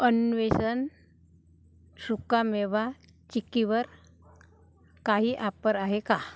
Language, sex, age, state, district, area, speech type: Marathi, female, 45-60, Maharashtra, Gondia, rural, read